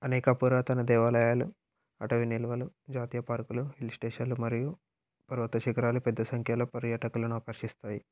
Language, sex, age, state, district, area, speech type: Telugu, male, 18-30, Telangana, Peddapalli, rural, read